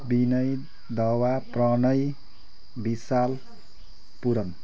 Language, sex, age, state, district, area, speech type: Nepali, male, 30-45, West Bengal, Kalimpong, rural, spontaneous